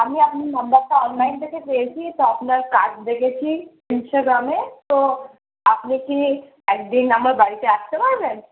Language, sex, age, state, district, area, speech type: Bengali, female, 18-30, West Bengal, Darjeeling, urban, conversation